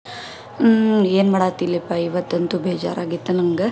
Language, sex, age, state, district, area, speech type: Kannada, female, 30-45, Karnataka, Dharwad, rural, spontaneous